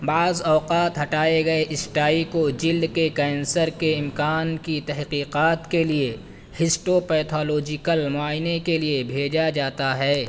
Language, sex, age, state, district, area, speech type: Urdu, male, 18-30, Uttar Pradesh, Saharanpur, urban, read